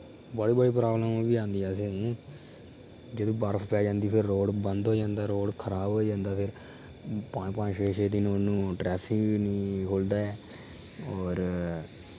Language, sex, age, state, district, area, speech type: Dogri, male, 30-45, Jammu and Kashmir, Udhampur, rural, spontaneous